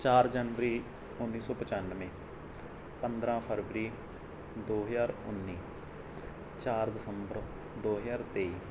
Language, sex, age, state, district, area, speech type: Punjabi, male, 18-30, Punjab, Mansa, rural, spontaneous